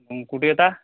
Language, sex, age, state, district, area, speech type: Marathi, male, 30-45, Maharashtra, Amravati, urban, conversation